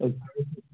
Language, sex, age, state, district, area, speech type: Kashmiri, male, 18-30, Jammu and Kashmir, Anantnag, rural, conversation